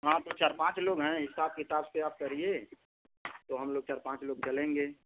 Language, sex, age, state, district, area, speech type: Hindi, male, 30-45, Uttar Pradesh, Chandauli, rural, conversation